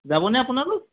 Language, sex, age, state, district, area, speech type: Assamese, male, 45-60, Assam, Morigaon, rural, conversation